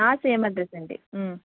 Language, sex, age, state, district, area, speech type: Telugu, female, 18-30, Andhra Pradesh, East Godavari, rural, conversation